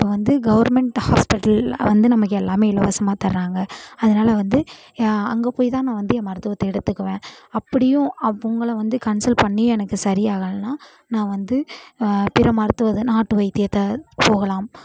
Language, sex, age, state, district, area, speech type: Tamil, female, 18-30, Tamil Nadu, Namakkal, rural, spontaneous